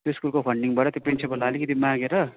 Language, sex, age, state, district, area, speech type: Nepali, male, 18-30, West Bengal, Darjeeling, rural, conversation